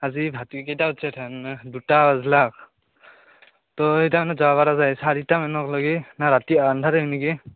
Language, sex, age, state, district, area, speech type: Assamese, male, 18-30, Assam, Barpeta, rural, conversation